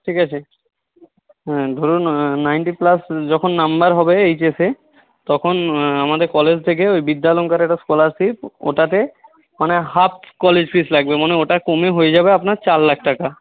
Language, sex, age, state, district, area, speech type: Bengali, male, 45-60, West Bengal, Jhargram, rural, conversation